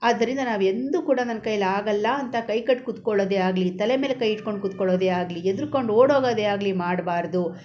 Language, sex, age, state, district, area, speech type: Kannada, female, 45-60, Karnataka, Bangalore Rural, rural, spontaneous